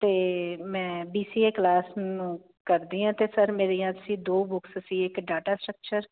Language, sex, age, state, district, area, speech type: Punjabi, female, 45-60, Punjab, Jalandhar, urban, conversation